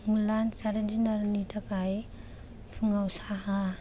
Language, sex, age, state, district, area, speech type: Bodo, female, 30-45, Assam, Kokrajhar, rural, spontaneous